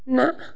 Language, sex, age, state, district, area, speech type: Kashmiri, female, 18-30, Jammu and Kashmir, Bandipora, rural, read